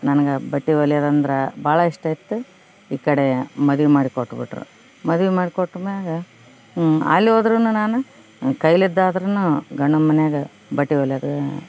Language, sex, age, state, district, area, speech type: Kannada, female, 30-45, Karnataka, Koppal, urban, spontaneous